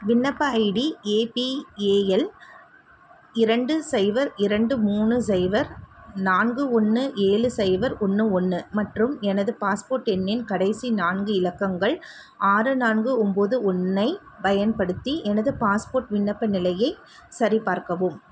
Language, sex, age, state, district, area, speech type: Tamil, female, 30-45, Tamil Nadu, Tiruvallur, urban, read